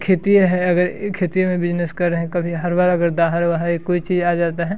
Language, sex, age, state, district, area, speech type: Hindi, male, 18-30, Bihar, Muzaffarpur, rural, spontaneous